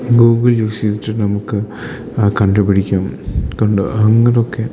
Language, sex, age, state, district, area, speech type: Malayalam, male, 18-30, Kerala, Idukki, rural, spontaneous